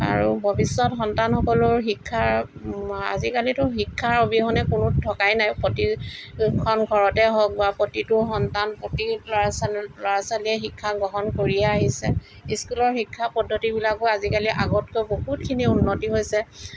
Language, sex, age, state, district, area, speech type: Assamese, female, 45-60, Assam, Tinsukia, rural, spontaneous